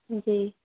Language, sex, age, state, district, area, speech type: Hindi, female, 45-60, Uttar Pradesh, Mau, urban, conversation